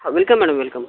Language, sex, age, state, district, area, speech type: Marathi, male, 45-60, Maharashtra, Buldhana, rural, conversation